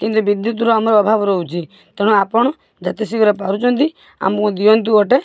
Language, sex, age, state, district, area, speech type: Odia, female, 45-60, Odisha, Balasore, rural, spontaneous